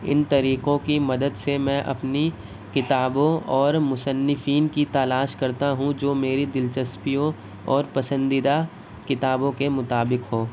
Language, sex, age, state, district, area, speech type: Urdu, male, 18-30, Delhi, North West Delhi, urban, spontaneous